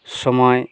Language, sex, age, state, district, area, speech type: Bengali, male, 60+, West Bengal, Bankura, urban, spontaneous